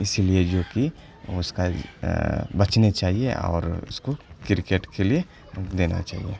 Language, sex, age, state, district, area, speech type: Urdu, male, 18-30, Bihar, Khagaria, rural, spontaneous